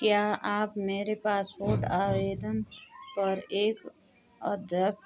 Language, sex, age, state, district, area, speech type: Hindi, female, 45-60, Uttar Pradesh, Mau, rural, read